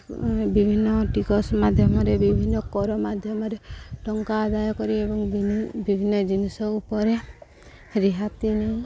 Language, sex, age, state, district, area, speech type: Odia, female, 45-60, Odisha, Subarnapur, urban, spontaneous